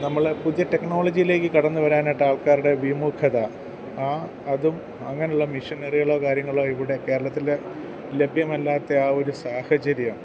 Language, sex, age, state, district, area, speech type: Malayalam, male, 45-60, Kerala, Kottayam, urban, spontaneous